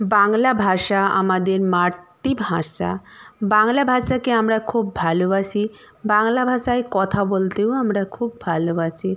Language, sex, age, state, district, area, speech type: Bengali, female, 45-60, West Bengal, Purba Medinipur, rural, spontaneous